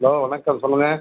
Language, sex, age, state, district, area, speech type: Tamil, male, 45-60, Tamil Nadu, Viluppuram, rural, conversation